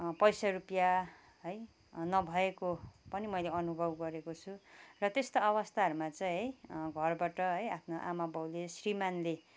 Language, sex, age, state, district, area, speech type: Nepali, female, 45-60, West Bengal, Kalimpong, rural, spontaneous